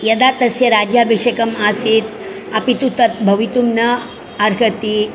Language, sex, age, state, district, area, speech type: Sanskrit, female, 60+, Maharashtra, Mumbai City, urban, spontaneous